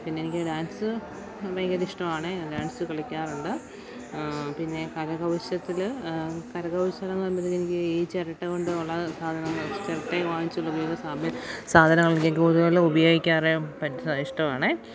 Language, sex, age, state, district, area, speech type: Malayalam, female, 30-45, Kerala, Alappuzha, rural, spontaneous